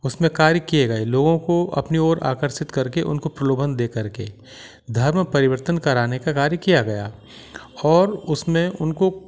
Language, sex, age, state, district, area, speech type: Hindi, male, 45-60, Madhya Pradesh, Jabalpur, urban, spontaneous